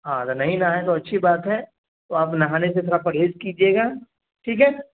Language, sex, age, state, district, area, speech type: Urdu, male, 18-30, Bihar, Darbhanga, urban, conversation